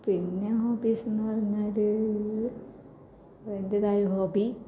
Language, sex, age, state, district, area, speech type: Malayalam, female, 18-30, Kerala, Kasaragod, rural, spontaneous